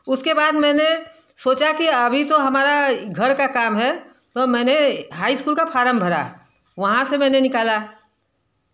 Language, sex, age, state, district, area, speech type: Hindi, female, 60+, Uttar Pradesh, Varanasi, rural, spontaneous